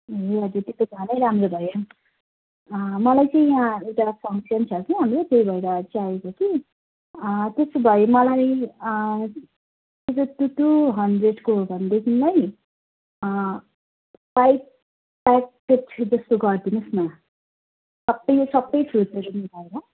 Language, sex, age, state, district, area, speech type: Nepali, female, 30-45, West Bengal, Kalimpong, rural, conversation